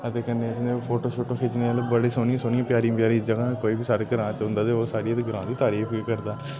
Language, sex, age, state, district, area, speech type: Dogri, male, 18-30, Jammu and Kashmir, Udhampur, rural, spontaneous